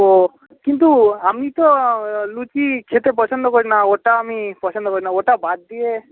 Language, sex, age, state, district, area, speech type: Bengali, male, 45-60, West Bengal, Jhargram, rural, conversation